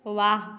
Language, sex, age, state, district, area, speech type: Hindi, female, 18-30, Bihar, Samastipur, rural, read